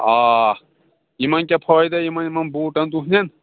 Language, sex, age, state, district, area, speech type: Kashmiri, male, 18-30, Jammu and Kashmir, Pulwama, rural, conversation